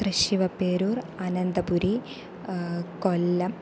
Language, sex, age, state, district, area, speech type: Sanskrit, female, 18-30, Kerala, Thrissur, urban, spontaneous